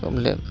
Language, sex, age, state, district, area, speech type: Hindi, male, 30-45, Uttar Pradesh, Hardoi, rural, spontaneous